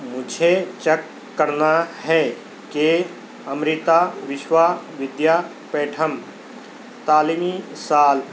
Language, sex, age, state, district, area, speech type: Urdu, male, 30-45, Telangana, Hyderabad, urban, read